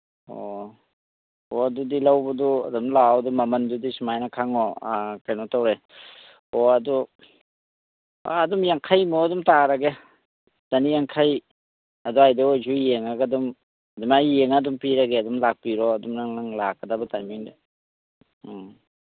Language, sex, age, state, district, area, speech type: Manipuri, male, 30-45, Manipur, Churachandpur, rural, conversation